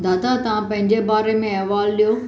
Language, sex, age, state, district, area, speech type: Sindhi, male, 60+, Maharashtra, Mumbai Suburban, urban, spontaneous